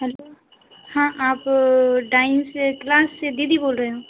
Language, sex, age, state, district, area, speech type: Hindi, female, 18-30, Madhya Pradesh, Hoshangabad, urban, conversation